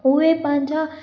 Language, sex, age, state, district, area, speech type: Sindhi, female, 18-30, Maharashtra, Thane, urban, spontaneous